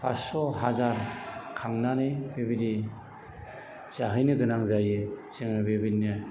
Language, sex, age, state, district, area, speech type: Bodo, male, 45-60, Assam, Chirang, rural, spontaneous